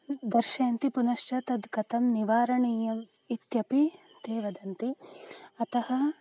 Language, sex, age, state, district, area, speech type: Sanskrit, female, 18-30, Karnataka, Uttara Kannada, rural, spontaneous